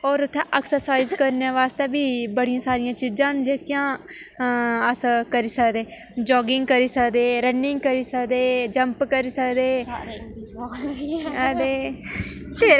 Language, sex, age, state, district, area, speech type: Dogri, female, 18-30, Jammu and Kashmir, Udhampur, rural, spontaneous